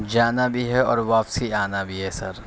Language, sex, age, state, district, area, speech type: Urdu, male, 30-45, Uttar Pradesh, Gautam Buddha Nagar, urban, spontaneous